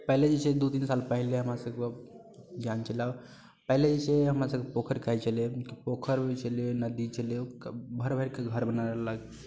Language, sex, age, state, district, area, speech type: Maithili, male, 18-30, Bihar, Darbhanga, rural, spontaneous